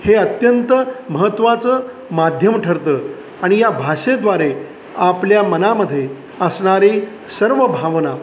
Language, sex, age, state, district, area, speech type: Marathi, male, 45-60, Maharashtra, Satara, rural, spontaneous